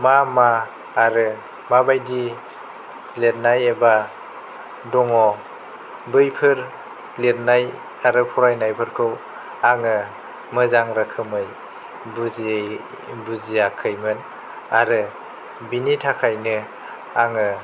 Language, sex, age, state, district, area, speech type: Bodo, male, 30-45, Assam, Kokrajhar, rural, spontaneous